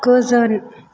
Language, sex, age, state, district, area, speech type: Bodo, female, 18-30, Assam, Chirang, rural, read